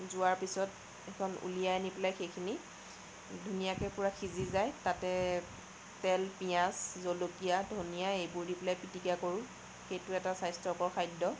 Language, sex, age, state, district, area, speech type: Assamese, female, 30-45, Assam, Sonitpur, rural, spontaneous